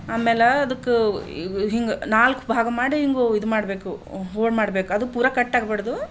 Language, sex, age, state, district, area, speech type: Kannada, female, 45-60, Karnataka, Bidar, urban, spontaneous